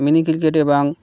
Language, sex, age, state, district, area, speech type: Bengali, male, 30-45, West Bengal, Birbhum, urban, spontaneous